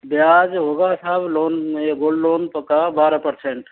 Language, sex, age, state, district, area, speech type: Hindi, male, 45-60, Rajasthan, Karauli, rural, conversation